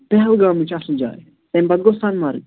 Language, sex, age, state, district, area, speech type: Kashmiri, male, 30-45, Jammu and Kashmir, Budgam, rural, conversation